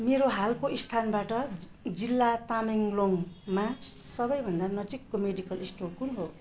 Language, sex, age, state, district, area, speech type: Nepali, female, 60+, West Bengal, Darjeeling, rural, read